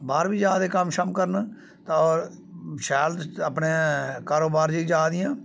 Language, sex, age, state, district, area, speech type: Dogri, male, 45-60, Jammu and Kashmir, Samba, rural, spontaneous